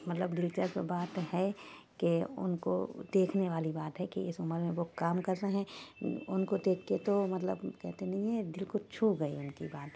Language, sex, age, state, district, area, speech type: Urdu, female, 30-45, Uttar Pradesh, Shahjahanpur, urban, spontaneous